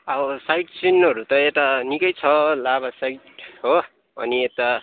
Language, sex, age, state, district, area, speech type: Nepali, male, 18-30, West Bengal, Kalimpong, rural, conversation